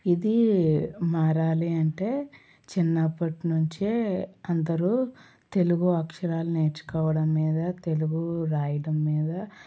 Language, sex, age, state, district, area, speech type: Telugu, female, 18-30, Andhra Pradesh, Anakapalli, rural, spontaneous